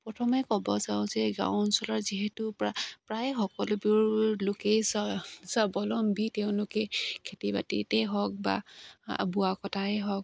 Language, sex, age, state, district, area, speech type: Assamese, female, 45-60, Assam, Dibrugarh, rural, spontaneous